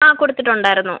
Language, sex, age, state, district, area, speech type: Malayalam, female, 18-30, Kerala, Thiruvananthapuram, urban, conversation